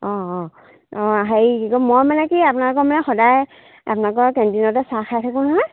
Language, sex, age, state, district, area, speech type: Assamese, female, 45-60, Assam, Jorhat, urban, conversation